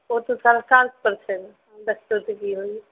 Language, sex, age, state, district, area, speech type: Maithili, female, 18-30, Bihar, Saharsa, urban, conversation